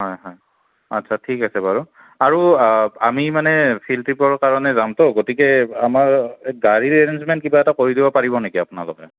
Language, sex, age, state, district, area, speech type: Assamese, male, 30-45, Assam, Kamrup Metropolitan, urban, conversation